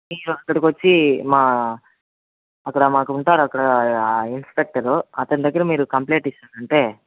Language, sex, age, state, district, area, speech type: Telugu, male, 30-45, Andhra Pradesh, Chittoor, urban, conversation